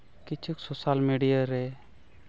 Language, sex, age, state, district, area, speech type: Santali, male, 30-45, Jharkhand, East Singhbhum, rural, spontaneous